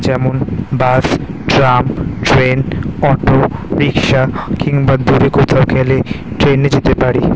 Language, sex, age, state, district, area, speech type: Bengali, male, 18-30, West Bengal, Kolkata, urban, spontaneous